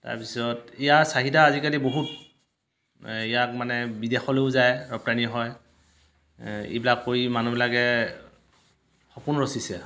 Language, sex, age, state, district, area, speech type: Assamese, male, 45-60, Assam, Dhemaji, rural, spontaneous